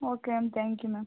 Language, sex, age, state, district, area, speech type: Kannada, female, 60+, Karnataka, Tumkur, rural, conversation